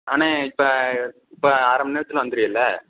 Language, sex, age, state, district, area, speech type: Tamil, male, 18-30, Tamil Nadu, Sivaganga, rural, conversation